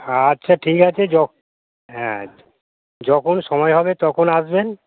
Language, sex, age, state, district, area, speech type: Bengali, male, 45-60, West Bengal, Hooghly, rural, conversation